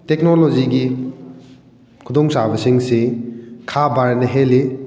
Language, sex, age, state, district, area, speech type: Manipuri, male, 18-30, Manipur, Kakching, rural, spontaneous